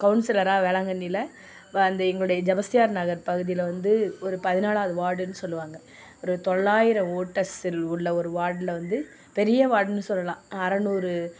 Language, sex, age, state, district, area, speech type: Tamil, female, 45-60, Tamil Nadu, Nagapattinam, urban, spontaneous